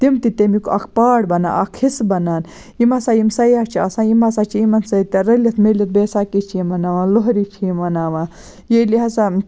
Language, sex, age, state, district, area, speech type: Kashmiri, female, 18-30, Jammu and Kashmir, Baramulla, rural, spontaneous